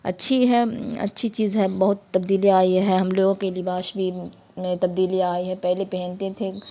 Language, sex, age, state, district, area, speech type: Urdu, female, 18-30, Bihar, Khagaria, rural, spontaneous